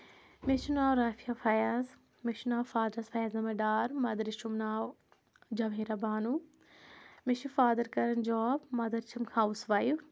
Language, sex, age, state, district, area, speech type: Kashmiri, female, 18-30, Jammu and Kashmir, Anantnag, urban, spontaneous